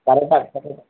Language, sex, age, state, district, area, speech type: Kannada, male, 18-30, Karnataka, Gulbarga, urban, conversation